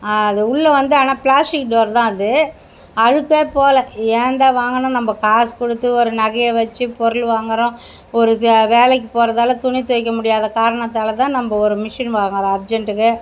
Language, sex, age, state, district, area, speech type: Tamil, female, 60+, Tamil Nadu, Mayiladuthurai, rural, spontaneous